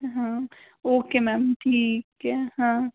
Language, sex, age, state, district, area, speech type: Hindi, female, 60+, Madhya Pradesh, Bhopal, urban, conversation